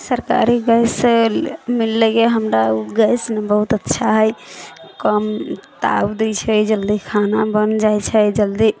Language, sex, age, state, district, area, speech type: Maithili, female, 18-30, Bihar, Sitamarhi, rural, spontaneous